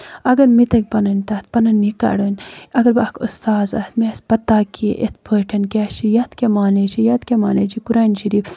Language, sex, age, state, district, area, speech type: Kashmiri, female, 18-30, Jammu and Kashmir, Kupwara, rural, spontaneous